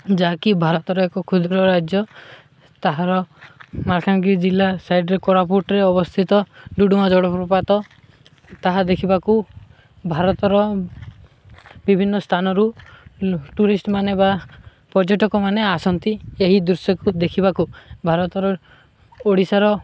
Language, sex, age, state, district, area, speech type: Odia, male, 18-30, Odisha, Malkangiri, urban, spontaneous